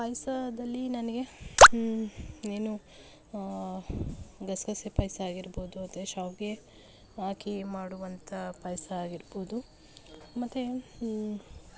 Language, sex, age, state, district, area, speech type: Kannada, female, 30-45, Karnataka, Mandya, urban, spontaneous